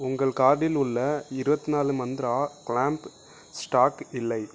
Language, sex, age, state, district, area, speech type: Tamil, male, 18-30, Tamil Nadu, Nagapattinam, urban, read